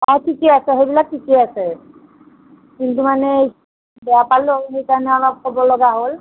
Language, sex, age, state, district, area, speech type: Assamese, female, 45-60, Assam, Nagaon, rural, conversation